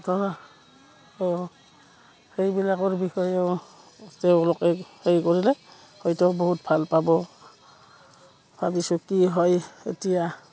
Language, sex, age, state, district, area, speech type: Assamese, female, 45-60, Assam, Udalguri, rural, spontaneous